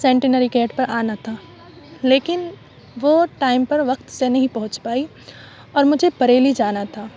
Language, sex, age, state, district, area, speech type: Urdu, female, 30-45, Uttar Pradesh, Aligarh, rural, spontaneous